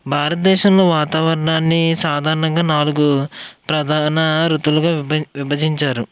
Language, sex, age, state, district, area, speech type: Telugu, male, 18-30, Andhra Pradesh, Eluru, urban, spontaneous